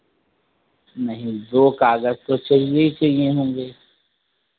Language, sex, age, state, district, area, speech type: Hindi, male, 60+, Uttar Pradesh, Sitapur, rural, conversation